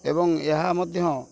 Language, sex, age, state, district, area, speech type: Odia, male, 45-60, Odisha, Kendrapara, urban, spontaneous